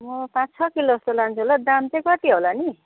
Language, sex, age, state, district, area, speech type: Nepali, female, 60+, West Bengal, Jalpaiguri, urban, conversation